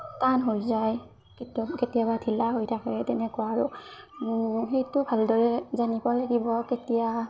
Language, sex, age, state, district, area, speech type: Assamese, female, 18-30, Assam, Barpeta, rural, spontaneous